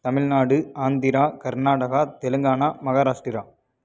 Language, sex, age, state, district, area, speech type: Tamil, male, 18-30, Tamil Nadu, Tiruppur, rural, spontaneous